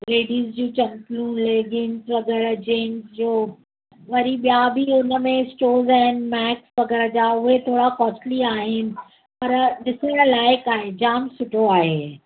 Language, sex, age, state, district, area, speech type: Sindhi, female, 45-60, Maharashtra, Mumbai Suburban, urban, conversation